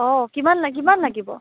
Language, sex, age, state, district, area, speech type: Assamese, female, 18-30, Assam, Morigaon, rural, conversation